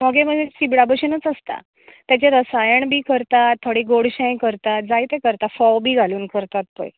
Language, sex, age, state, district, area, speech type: Goan Konkani, female, 30-45, Goa, Canacona, rural, conversation